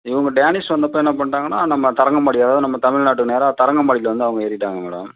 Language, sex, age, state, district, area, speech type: Tamil, male, 30-45, Tamil Nadu, Mayiladuthurai, rural, conversation